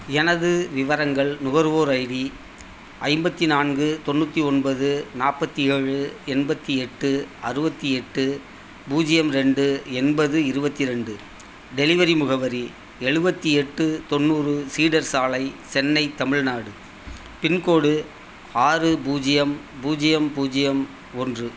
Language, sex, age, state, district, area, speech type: Tamil, male, 60+, Tamil Nadu, Thanjavur, rural, read